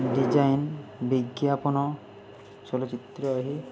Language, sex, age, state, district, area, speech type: Odia, male, 30-45, Odisha, Balangir, urban, spontaneous